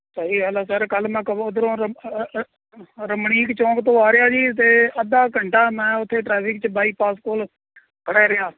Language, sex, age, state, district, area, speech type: Punjabi, male, 45-60, Punjab, Kapurthala, urban, conversation